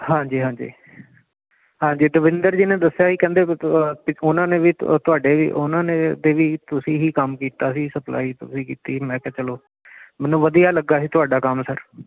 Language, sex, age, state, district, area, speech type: Punjabi, male, 45-60, Punjab, Jalandhar, urban, conversation